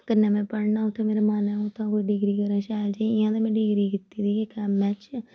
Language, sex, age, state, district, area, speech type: Dogri, female, 30-45, Jammu and Kashmir, Reasi, rural, spontaneous